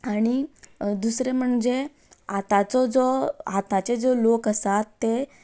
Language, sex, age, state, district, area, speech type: Goan Konkani, female, 18-30, Goa, Quepem, rural, spontaneous